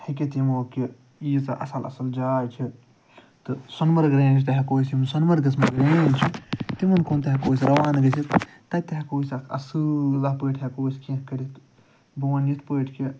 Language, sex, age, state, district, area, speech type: Kashmiri, male, 45-60, Jammu and Kashmir, Ganderbal, urban, spontaneous